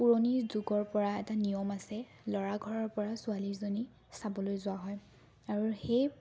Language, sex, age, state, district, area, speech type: Assamese, female, 18-30, Assam, Sonitpur, rural, spontaneous